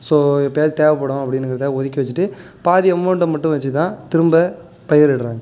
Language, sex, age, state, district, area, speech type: Tamil, male, 18-30, Tamil Nadu, Nagapattinam, rural, spontaneous